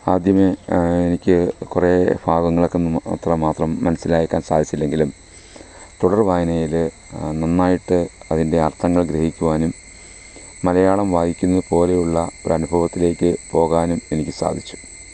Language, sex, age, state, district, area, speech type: Malayalam, male, 45-60, Kerala, Kollam, rural, spontaneous